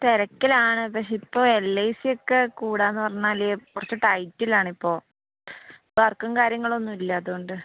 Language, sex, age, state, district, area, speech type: Malayalam, female, 30-45, Kerala, Kozhikode, urban, conversation